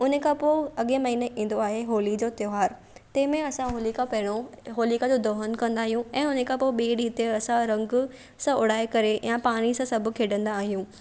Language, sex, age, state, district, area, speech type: Sindhi, female, 18-30, Maharashtra, Thane, urban, spontaneous